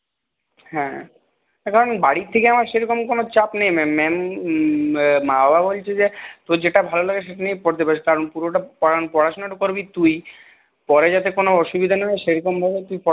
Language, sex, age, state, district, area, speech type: Bengali, male, 30-45, West Bengal, Purulia, urban, conversation